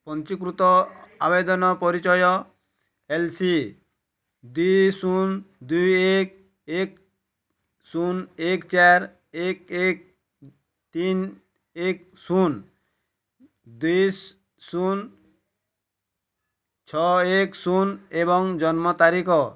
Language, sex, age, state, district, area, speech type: Odia, male, 45-60, Odisha, Bargarh, urban, read